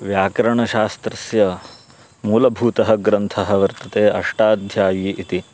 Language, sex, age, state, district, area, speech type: Sanskrit, male, 30-45, Karnataka, Uttara Kannada, urban, spontaneous